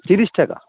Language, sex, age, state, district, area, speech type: Bengali, male, 45-60, West Bengal, Hooghly, rural, conversation